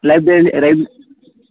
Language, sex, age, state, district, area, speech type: Kannada, male, 18-30, Karnataka, Chitradurga, rural, conversation